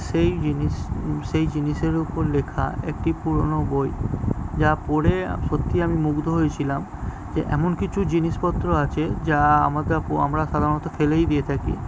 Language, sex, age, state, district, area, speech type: Bengali, male, 45-60, West Bengal, Birbhum, urban, spontaneous